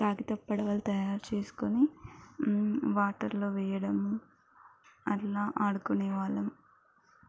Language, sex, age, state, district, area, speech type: Telugu, female, 30-45, Telangana, Mancherial, rural, spontaneous